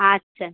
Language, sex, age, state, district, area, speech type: Bengali, female, 45-60, West Bengal, North 24 Parganas, urban, conversation